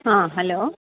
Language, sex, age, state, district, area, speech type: Kannada, female, 45-60, Karnataka, Bellary, urban, conversation